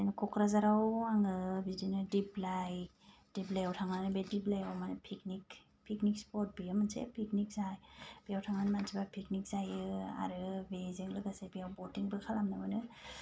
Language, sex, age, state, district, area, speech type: Bodo, female, 30-45, Assam, Kokrajhar, rural, spontaneous